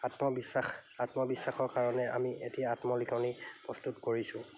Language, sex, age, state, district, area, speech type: Assamese, male, 30-45, Assam, Charaideo, urban, spontaneous